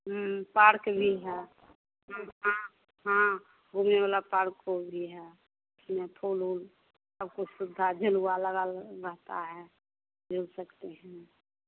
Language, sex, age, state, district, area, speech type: Hindi, female, 45-60, Bihar, Begusarai, rural, conversation